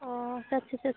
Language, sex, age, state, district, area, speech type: Manipuri, female, 30-45, Manipur, Tengnoupal, rural, conversation